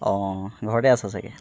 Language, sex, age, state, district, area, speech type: Assamese, male, 30-45, Assam, Golaghat, urban, spontaneous